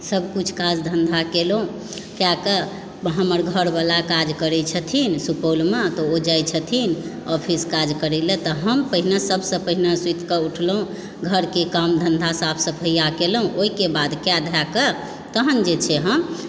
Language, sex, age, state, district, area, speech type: Maithili, female, 45-60, Bihar, Supaul, rural, spontaneous